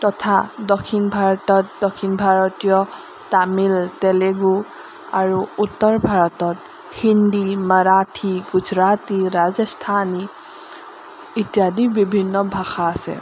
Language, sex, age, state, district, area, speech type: Assamese, female, 18-30, Assam, Golaghat, urban, spontaneous